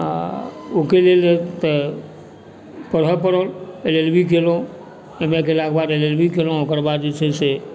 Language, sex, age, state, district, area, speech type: Maithili, male, 45-60, Bihar, Supaul, rural, spontaneous